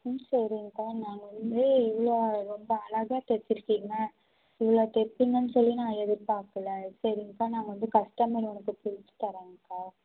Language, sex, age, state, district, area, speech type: Tamil, female, 18-30, Tamil Nadu, Tiruppur, rural, conversation